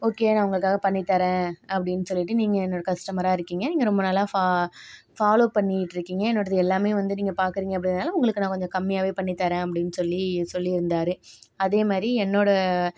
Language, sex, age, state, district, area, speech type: Tamil, female, 45-60, Tamil Nadu, Tiruvarur, rural, spontaneous